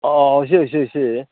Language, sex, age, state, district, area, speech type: Assamese, male, 45-60, Assam, Barpeta, rural, conversation